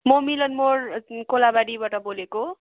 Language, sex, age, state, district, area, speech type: Nepali, female, 45-60, West Bengal, Darjeeling, rural, conversation